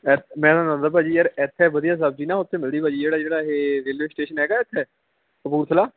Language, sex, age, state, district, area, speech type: Punjabi, male, 18-30, Punjab, Kapurthala, urban, conversation